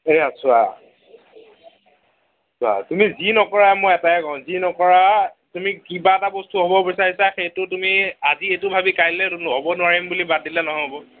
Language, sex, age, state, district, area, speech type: Assamese, male, 18-30, Assam, Nagaon, rural, conversation